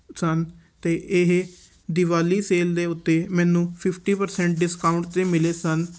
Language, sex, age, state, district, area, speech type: Punjabi, male, 18-30, Punjab, Patiala, urban, spontaneous